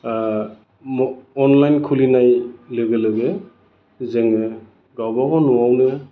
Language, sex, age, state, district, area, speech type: Bodo, male, 45-60, Assam, Chirang, urban, spontaneous